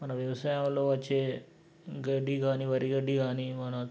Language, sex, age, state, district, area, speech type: Telugu, male, 45-60, Telangana, Nalgonda, rural, spontaneous